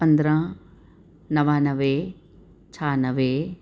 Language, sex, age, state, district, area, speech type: Sindhi, female, 45-60, Rajasthan, Ajmer, rural, spontaneous